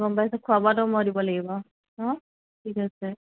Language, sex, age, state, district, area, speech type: Assamese, female, 18-30, Assam, Kamrup Metropolitan, urban, conversation